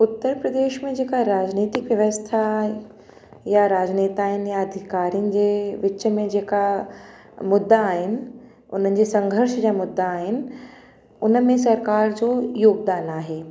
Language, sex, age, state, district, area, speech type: Sindhi, female, 30-45, Uttar Pradesh, Lucknow, urban, spontaneous